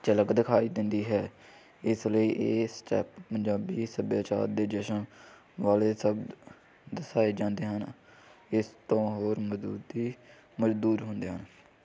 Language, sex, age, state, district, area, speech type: Punjabi, male, 18-30, Punjab, Hoshiarpur, rural, spontaneous